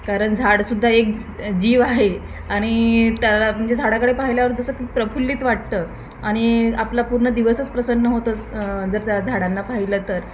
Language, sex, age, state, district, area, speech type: Marathi, female, 30-45, Maharashtra, Thane, urban, spontaneous